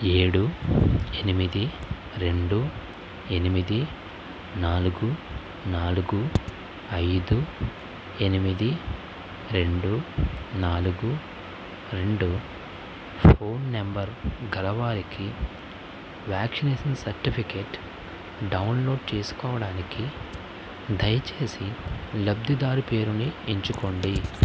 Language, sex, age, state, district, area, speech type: Telugu, male, 18-30, Andhra Pradesh, Krishna, rural, read